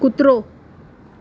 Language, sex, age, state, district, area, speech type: Gujarati, female, 30-45, Gujarat, Surat, urban, read